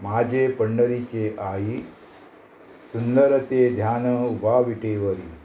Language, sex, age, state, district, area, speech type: Goan Konkani, male, 60+, Goa, Murmgao, rural, spontaneous